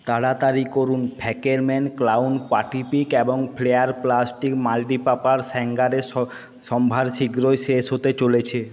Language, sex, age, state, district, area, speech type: Bengali, male, 30-45, West Bengal, Jhargram, rural, read